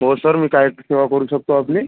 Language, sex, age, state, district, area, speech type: Marathi, male, 30-45, Maharashtra, Amravati, rural, conversation